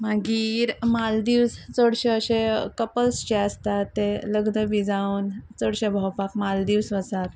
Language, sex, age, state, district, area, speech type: Goan Konkani, female, 30-45, Goa, Quepem, rural, spontaneous